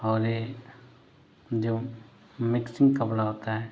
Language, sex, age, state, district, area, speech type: Hindi, male, 30-45, Uttar Pradesh, Ghazipur, rural, spontaneous